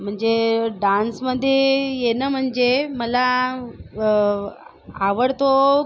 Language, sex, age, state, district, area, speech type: Marathi, female, 30-45, Maharashtra, Nagpur, urban, spontaneous